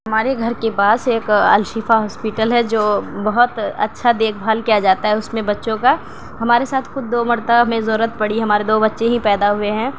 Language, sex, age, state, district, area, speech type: Urdu, female, 18-30, Delhi, South Delhi, urban, spontaneous